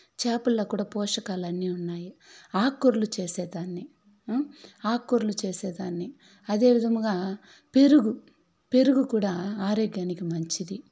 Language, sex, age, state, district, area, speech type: Telugu, female, 45-60, Andhra Pradesh, Sri Balaji, rural, spontaneous